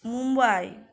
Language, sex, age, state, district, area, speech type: Bengali, female, 45-60, West Bengal, Uttar Dinajpur, urban, spontaneous